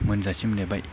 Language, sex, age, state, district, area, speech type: Bodo, male, 18-30, Assam, Baksa, rural, spontaneous